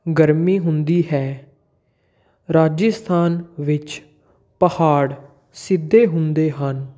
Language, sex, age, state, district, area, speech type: Punjabi, male, 18-30, Punjab, Patiala, urban, spontaneous